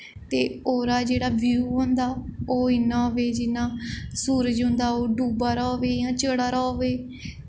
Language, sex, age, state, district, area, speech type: Dogri, female, 18-30, Jammu and Kashmir, Jammu, urban, spontaneous